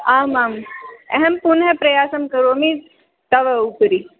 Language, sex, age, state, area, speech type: Sanskrit, other, 18-30, Rajasthan, urban, conversation